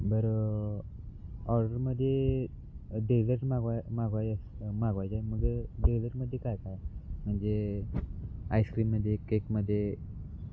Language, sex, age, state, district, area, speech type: Marathi, male, 18-30, Maharashtra, Sangli, urban, spontaneous